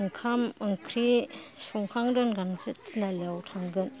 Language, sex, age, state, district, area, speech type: Bodo, female, 60+, Assam, Kokrajhar, rural, spontaneous